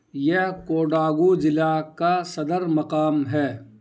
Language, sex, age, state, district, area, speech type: Urdu, male, 45-60, Bihar, Khagaria, rural, read